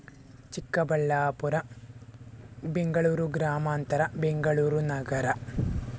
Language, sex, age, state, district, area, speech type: Kannada, male, 60+, Karnataka, Tumkur, rural, spontaneous